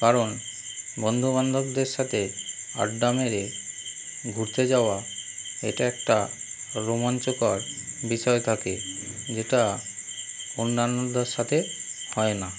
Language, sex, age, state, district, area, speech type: Bengali, male, 30-45, West Bengal, Howrah, urban, spontaneous